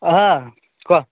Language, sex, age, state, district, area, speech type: Assamese, male, 30-45, Assam, Charaideo, urban, conversation